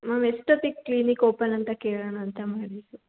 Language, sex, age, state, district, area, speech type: Kannada, female, 18-30, Karnataka, Hassan, rural, conversation